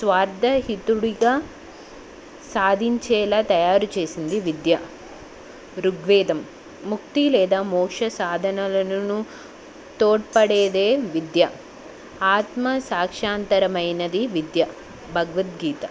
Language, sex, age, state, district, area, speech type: Telugu, female, 18-30, Telangana, Hyderabad, urban, spontaneous